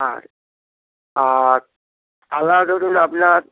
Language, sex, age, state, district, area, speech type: Bengali, male, 60+, West Bengal, Dakshin Dinajpur, rural, conversation